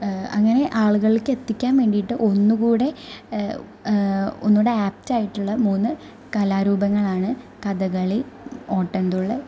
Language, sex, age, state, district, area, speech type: Malayalam, female, 18-30, Kerala, Thrissur, rural, spontaneous